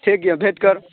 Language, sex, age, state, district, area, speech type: Maithili, male, 45-60, Bihar, Saharsa, urban, conversation